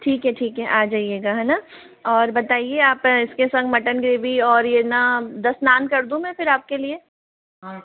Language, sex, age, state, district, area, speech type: Hindi, female, 45-60, Rajasthan, Jaipur, urban, conversation